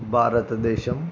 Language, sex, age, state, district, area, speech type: Telugu, male, 18-30, Andhra Pradesh, Eluru, urban, spontaneous